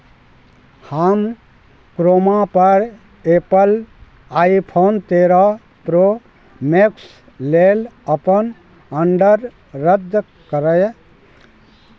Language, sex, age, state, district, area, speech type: Maithili, male, 60+, Bihar, Araria, rural, read